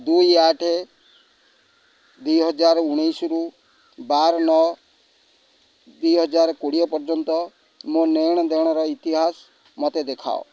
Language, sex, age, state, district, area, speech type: Odia, male, 45-60, Odisha, Kendrapara, urban, read